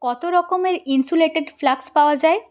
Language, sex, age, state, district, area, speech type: Bengali, female, 30-45, West Bengal, Purulia, urban, read